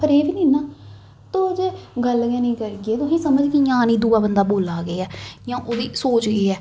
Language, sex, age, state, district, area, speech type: Dogri, female, 18-30, Jammu and Kashmir, Jammu, urban, spontaneous